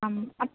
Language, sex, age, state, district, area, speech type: Malayalam, female, 18-30, Kerala, Kottayam, rural, conversation